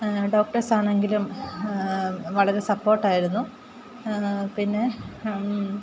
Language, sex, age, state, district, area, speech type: Malayalam, female, 30-45, Kerala, Alappuzha, rural, spontaneous